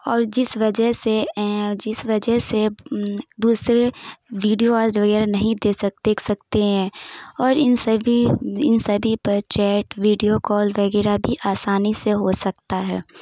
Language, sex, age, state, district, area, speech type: Urdu, female, 18-30, Bihar, Saharsa, rural, spontaneous